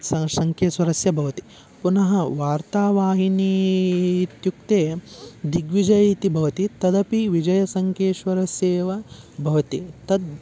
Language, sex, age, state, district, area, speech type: Sanskrit, male, 18-30, Karnataka, Vijayanagara, rural, spontaneous